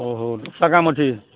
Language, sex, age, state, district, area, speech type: Odia, male, 60+, Odisha, Balangir, urban, conversation